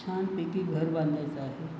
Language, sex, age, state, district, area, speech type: Marathi, male, 30-45, Maharashtra, Nagpur, urban, spontaneous